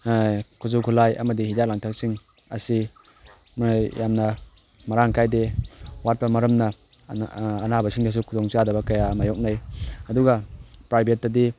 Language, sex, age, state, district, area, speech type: Manipuri, male, 18-30, Manipur, Tengnoupal, rural, spontaneous